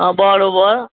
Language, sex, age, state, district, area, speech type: Gujarati, male, 45-60, Gujarat, Aravalli, urban, conversation